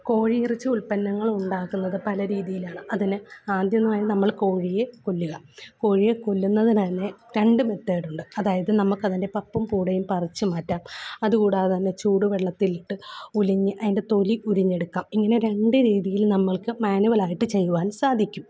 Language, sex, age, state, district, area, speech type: Malayalam, female, 30-45, Kerala, Alappuzha, rural, spontaneous